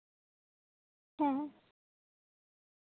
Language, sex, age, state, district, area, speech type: Santali, female, 18-30, West Bengal, Bankura, rural, conversation